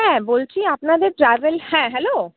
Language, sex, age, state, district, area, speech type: Bengali, female, 30-45, West Bengal, Hooghly, urban, conversation